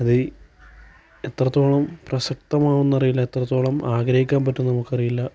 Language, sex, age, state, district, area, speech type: Malayalam, male, 30-45, Kerala, Malappuram, rural, spontaneous